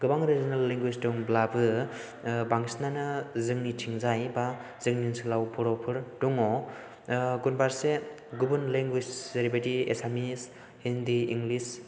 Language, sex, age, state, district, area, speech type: Bodo, male, 18-30, Assam, Chirang, rural, spontaneous